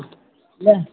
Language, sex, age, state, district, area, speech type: Maithili, female, 45-60, Bihar, Begusarai, urban, conversation